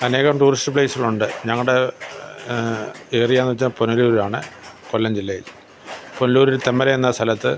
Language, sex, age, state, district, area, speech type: Malayalam, male, 60+, Kerala, Kollam, rural, spontaneous